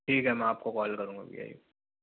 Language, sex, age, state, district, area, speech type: Hindi, male, 18-30, Madhya Pradesh, Jabalpur, urban, conversation